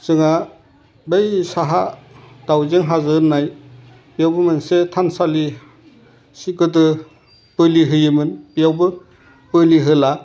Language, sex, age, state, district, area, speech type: Bodo, male, 60+, Assam, Udalguri, rural, spontaneous